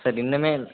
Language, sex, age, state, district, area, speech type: Tamil, male, 18-30, Tamil Nadu, Tiruchirappalli, rural, conversation